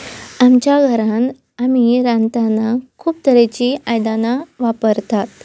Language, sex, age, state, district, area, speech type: Goan Konkani, female, 18-30, Goa, Pernem, rural, spontaneous